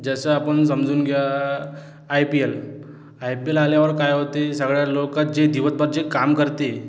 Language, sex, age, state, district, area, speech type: Marathi, male, 18-30, Maharashtra, Washim, rural, spontaneous